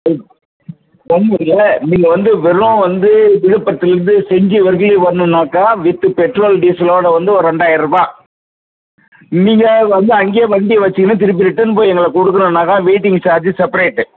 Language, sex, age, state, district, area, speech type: Tamil, male, 60+, Tamil Nadu, Viluppuram, rural, conversation